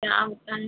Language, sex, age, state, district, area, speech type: Hindi, female, 30-45, Uttar Pradesh, Azamgarh, urban, conversation